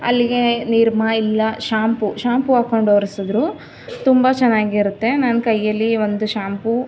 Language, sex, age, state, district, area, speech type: Kannada, female, 18-30, Karnataka, Chamarajanagar, rural, spontaneous